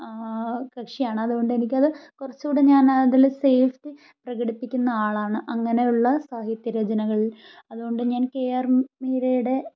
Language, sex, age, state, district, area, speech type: Malayalam, female, 18-30, Kerala, Thiruvananthapuram, rural, spontaneous